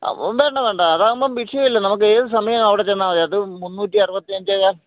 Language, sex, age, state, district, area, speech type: Malayalam, male, 45-60, Kerala, Alappuzha, rural, conversation